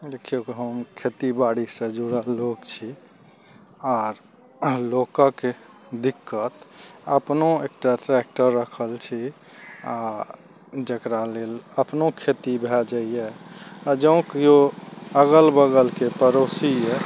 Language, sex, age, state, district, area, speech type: Maithili, male, 45-60, Bihar, Araria, rural, spontaneous